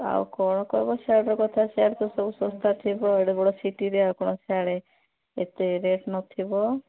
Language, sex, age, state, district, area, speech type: Odia, female, 30-45, Odisha, Nabarangpur, urban, conversation